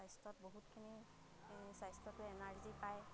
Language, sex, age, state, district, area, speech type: Assamese, female, 30-45, Assam, Lakhimpur, rural, spontaneous